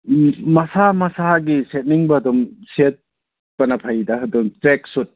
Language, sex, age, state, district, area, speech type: Manipuri, male, 30-45, Manipur, Thoubal, rural, conversation